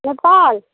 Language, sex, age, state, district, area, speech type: Maithili, female, 18-30, Bihar, Muzaffarpur, rural, conversation